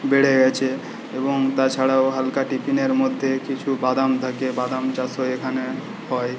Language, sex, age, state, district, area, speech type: Bengali, male, 18-30, West Bengal, Paschim Medinipur, rural, spontaneous